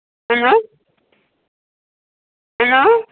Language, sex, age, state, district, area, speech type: Assamese, female, 45-60, Assam, Tinsukia, urban, conversation